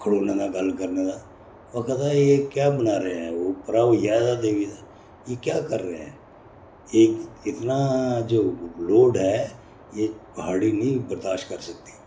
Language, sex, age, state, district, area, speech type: Dogri, male, 60+, Jammu and Kashmir, Reasi, urban, spontaneous